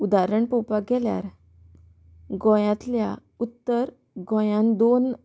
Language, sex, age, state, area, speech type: Goan Konkani, female, 30-45, Goa, rural, spontaneous